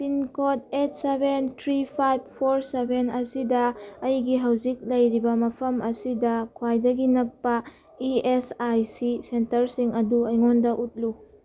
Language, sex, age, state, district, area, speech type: Manipuri, female, 18-30, Manipur, Churachandpur, rural, read